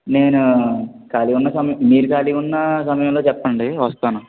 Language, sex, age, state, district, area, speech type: Telugu, male, 45-60, Andhra Pradesh, Kakinada, urban, conversation